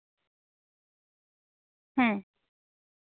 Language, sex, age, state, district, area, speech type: Santali, female, 18-30, West Bengal, Jhargram, rural, conversation